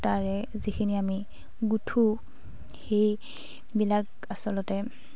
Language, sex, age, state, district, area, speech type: Assamese, female, 18-30, Assam, Sivasagar, rural, spontaneous